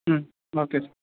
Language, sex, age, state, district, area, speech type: Tamil, male, 30-45, Tamil Nadu, Tiruchirappalli, rural, conversation